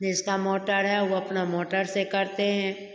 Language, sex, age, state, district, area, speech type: Hindi, female, 60+, Bihar, Begusarai, rural, spontaneous